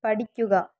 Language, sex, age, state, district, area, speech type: Malayalam, female, 18-30, Kerala, Wayanad, rural, read